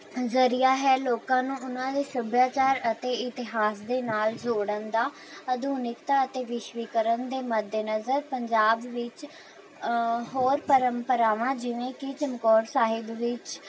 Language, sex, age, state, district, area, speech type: Punjabi, female, 18-30, Punjab, Rupnagar, urban, spontaneous